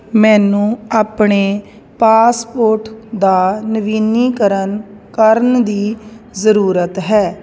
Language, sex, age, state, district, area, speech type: Punjabi, female, 30-45, Punjab, Jalandhar, rural, read